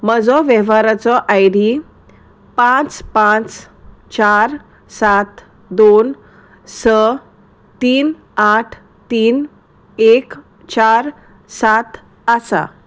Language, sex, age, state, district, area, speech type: Goan Konkani, female, 30-45, Goa, Salcete, rural, read